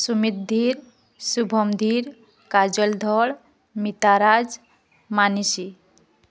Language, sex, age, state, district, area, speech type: Odia, female, 30-45, Odisha, Mayurbhanj, rural, spontaneous